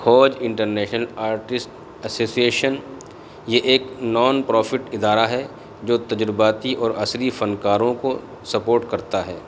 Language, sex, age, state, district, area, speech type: Urdu, male, 30-45, Delhi, North East Delhi, urban, spontaneous